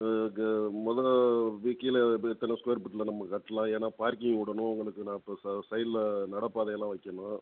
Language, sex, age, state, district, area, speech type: Tamil, male, 60+, Tamil Nadu, Tiruchirappalli, urban, conversation